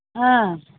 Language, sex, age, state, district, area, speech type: Manipuri, female, 60+, Manipur, Imphal East, rural, conversation